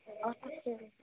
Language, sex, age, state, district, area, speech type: Sanskrit, female, 18-30, Karnataka, Shimoga, urban, conversation